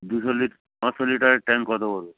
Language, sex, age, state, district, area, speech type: Bengali, male, 45-60, West Bengal, Hooghly, rural, conversation